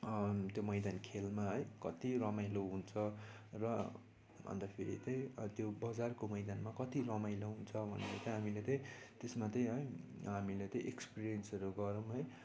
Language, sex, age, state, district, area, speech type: Nepali, male, 18-30, West Bengal, Darjeeling, rural, spontaneous